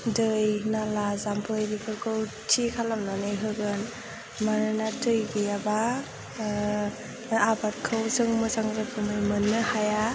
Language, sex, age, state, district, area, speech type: Bodo, female, 18-30, Assam, Chirang, rural, spontaneous